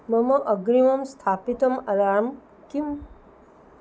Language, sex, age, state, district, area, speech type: Sanskrit, female, 60+, Maharashtra, Nagpur, urban, read